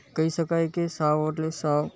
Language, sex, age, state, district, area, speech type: Gujarati, male, 18-30, Gujarat, Kutch, urban, spontaneous